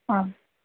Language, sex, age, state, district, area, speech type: Sanskrit, male, 18-30, Kerala, Idukki, urban, conversation